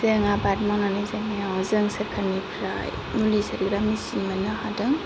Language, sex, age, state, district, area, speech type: Bodo, female, 30-45, Assam, Kokrajhar, rural, spontaneous